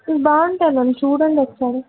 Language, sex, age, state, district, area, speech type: Telugu, female, 18-30, Telangana, Ranga Reddy, rural, conversation